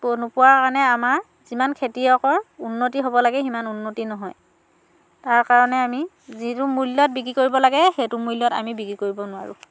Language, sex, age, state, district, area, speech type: Assamese, female, 30-45, Assam, Dhemaji, rural, spontaneous